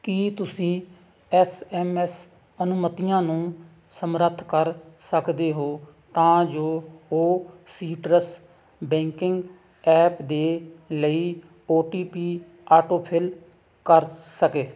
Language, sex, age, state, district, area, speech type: Punjabi, male, 45-60, Punjab, Hoshiarpur, rural, read